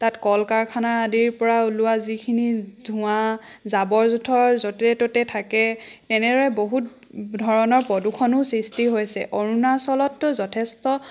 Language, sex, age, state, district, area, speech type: Assamese, female, 18-30, Assam, Charaideo, rural, spontaneous